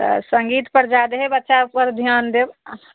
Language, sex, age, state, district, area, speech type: Maithili, female, 18-30, Bihar, Muzaffarpur, rural, conversation